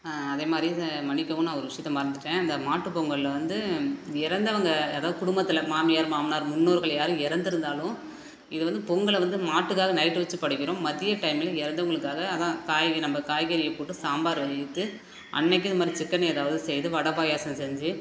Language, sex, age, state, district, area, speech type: Tamil, female, 30-45, Tamil Nadu, Perambalur, rural, spontaneous